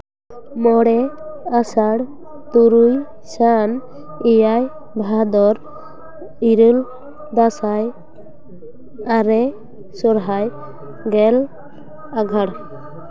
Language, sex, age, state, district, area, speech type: Santali, female, 18-30, West Bengal, Paschim Bardhaman, urban, spontaneous